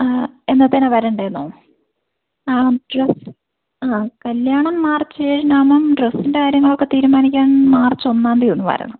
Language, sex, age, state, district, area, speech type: Malayalam, female, 18-30, Kerala, Idukki, rural, conversation